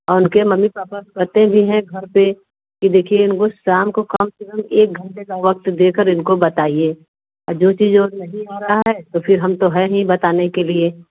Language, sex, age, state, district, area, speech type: Hindi, female, 30-45, Uttar Pradesh, Varanasi, rural, conversation